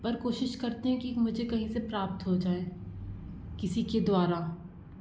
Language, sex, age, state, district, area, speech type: Hindi, female, 45-60, Madhya Pradesh, Bhopal, urban, spontaneous